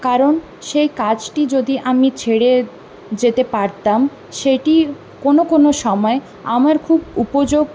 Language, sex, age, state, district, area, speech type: Bengali, female, 18-30, West Bengal, Purulia, urban, spontaneous